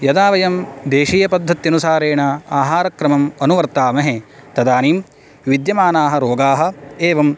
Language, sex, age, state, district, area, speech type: Sanskrit, male, 18-30, Karnataka, Uttara Kannada, urban, spontaneous